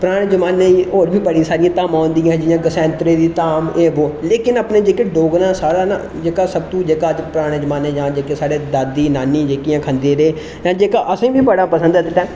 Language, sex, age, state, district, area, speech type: Dogri, male, 18-30, Jammu and Kashmir, Reasi, rural, spontaneous